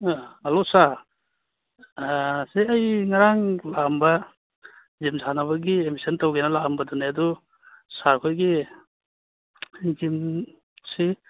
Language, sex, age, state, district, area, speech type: Manipuri, male, 30-45, Manipur, Churachandpur, rural, conversation